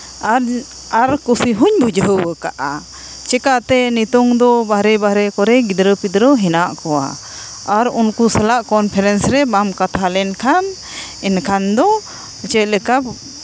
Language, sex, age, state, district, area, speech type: Santali, female, 45-60, Jharkhand, Seraikela Kharsawan, rural, spontaneous